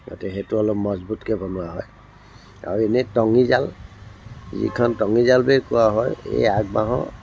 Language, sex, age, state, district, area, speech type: Assamese, male, 60+, Assam, Tinsukia, rural, spontaneous